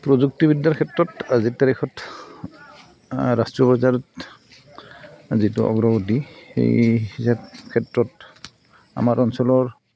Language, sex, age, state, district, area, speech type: Assamese, male, 45-60, Assam, Goalpara, urban, spontaneous